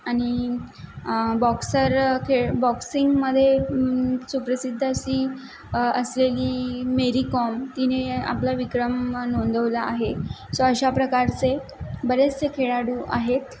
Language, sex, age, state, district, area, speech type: Marathi, female, 18-30, Maharashtra, Mumbai City, urban, spontaneous